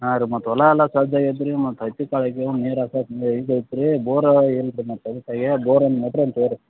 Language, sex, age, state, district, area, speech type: Kannada, male, 30-45, Karnataka, Belgaum, rural, conversation